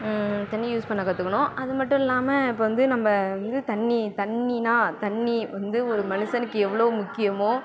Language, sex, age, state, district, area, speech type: Tamil, female, 18-30, Tamil Nadu, Thanjavur, rural, spontaneous